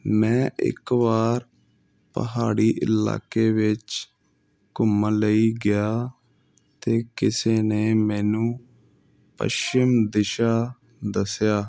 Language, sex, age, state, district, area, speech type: Punjabi, male, 30-45, Punjab, Hoshiarpur, urban, spontaneous